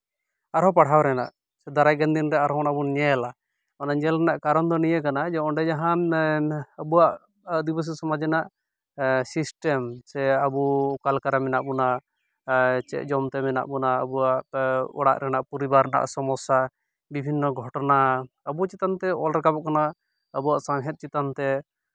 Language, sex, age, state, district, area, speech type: Santali, male, 30-45, West Bengal, Malda, rural, spontaneous